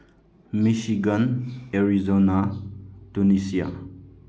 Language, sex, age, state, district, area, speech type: Manipuri, male, 30-45, Manipur, Chandel, rural, spontaneous